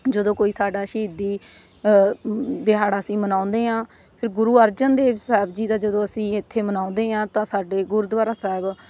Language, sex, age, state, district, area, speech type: Punjabi, female, 30-45, Punjab, Patiala, urban, spontaneous